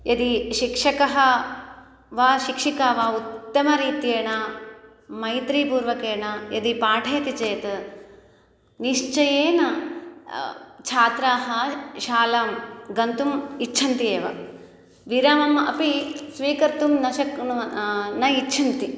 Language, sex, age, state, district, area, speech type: Sanskrit, female, 30-45, Andhra Pradesh, East Godavari, rural, spontaneous